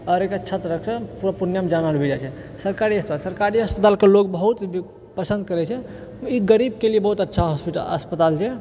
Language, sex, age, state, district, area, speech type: Maithili, male, 30-45, Bihar, Purnia, urban, spontaneous